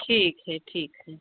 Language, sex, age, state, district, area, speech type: Hindi, female, 30-45, Uttar Pradesh, Prayagraj, rural, conversation